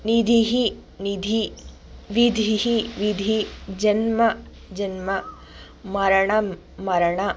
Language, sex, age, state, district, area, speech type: Sanskrit, female, 18-30, Tamil Nadu, Madurai, urban, spontaneous